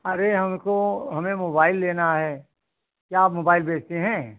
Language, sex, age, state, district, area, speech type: Hindi, male, 60+, Uttar Pradesh, Ayodhya, rural, conversation